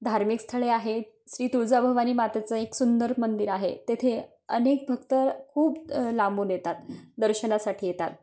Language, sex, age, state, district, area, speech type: Marathi, female, 30-45, Maharashtra, Osmanabad, rural, spontaneous